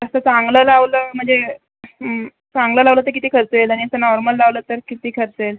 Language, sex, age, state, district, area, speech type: Marathi, female, 18-30, Maharashtra, Mumbai Suburban, urban, conversation